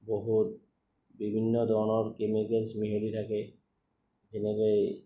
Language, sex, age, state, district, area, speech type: Assamese, male, 30-45, Assam, Goalpara, urban, spontaneous